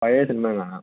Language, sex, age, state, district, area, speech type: Malayalam, male, 18-30, Kerala, Idukki, urban, conversation